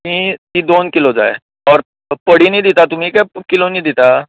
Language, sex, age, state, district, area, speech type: Goan Konkani, male, 45-60, Goa, Bardez, urban, conversation